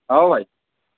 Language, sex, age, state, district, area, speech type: Odia, male, 18-30, Odisha, Sambalpur, rural, conversation